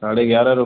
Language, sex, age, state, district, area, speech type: Hindi, male, 45-60, Madhya Pradesh, Gwalior, urban, conversation